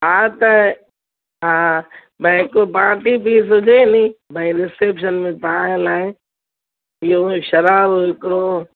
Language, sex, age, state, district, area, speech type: Sindhi, female, 45-60, Gujarat, Junagadh, rural, conversation